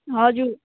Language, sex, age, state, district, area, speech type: Nepali, female, 18-30, West Bengal, Kalimpong, rural, conversation